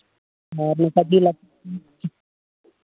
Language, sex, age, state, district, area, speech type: Santali, male, 30-45, Jharkhand, Seraikela Kharsawan, rural, conversation